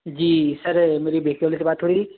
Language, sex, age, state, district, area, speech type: Hindi, male, 18-30, Madhya Pradesh, Betul, rural, conversation